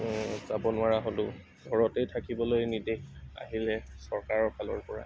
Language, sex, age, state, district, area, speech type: Assamese, male, 18-30, Assam, Tinsukia, rural, spontaneous